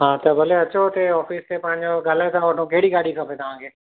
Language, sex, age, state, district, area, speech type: Sindhi, male, 30-45, Gujarat, Surat, urban, conversation